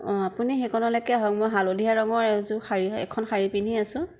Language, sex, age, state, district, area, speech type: Assamese, female, 30-45, Assam, Nagaon, rural, spontaneous